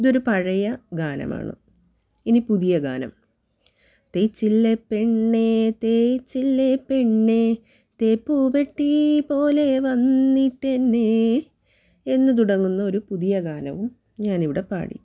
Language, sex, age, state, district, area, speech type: Malayalam, female, 30-45, Kerala, Thiruvananthapuram, rural, spontaneous